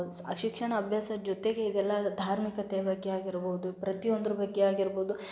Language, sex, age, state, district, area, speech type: Kannada, female, 18-30, Karnataka, Gulbarga, urban, spontaneous